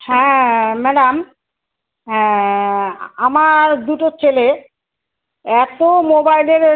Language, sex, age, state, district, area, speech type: Bengali, female, 30-45, West Bengal, Alipurduar, rural, conversation